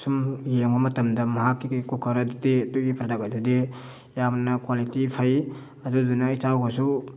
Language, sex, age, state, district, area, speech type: Manipuri, male, 30-45, Manipur, Thoubal, rural, spontaneous